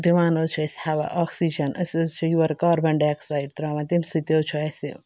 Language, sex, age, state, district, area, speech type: Kashmiri, female, 18-30, Jammu and Kashmir, Ganderbal, rural, spontaneous